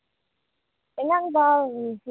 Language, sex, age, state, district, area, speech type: Tamil, female, 18-30, Tamil Nadu, Tiruvarur, urban, conversation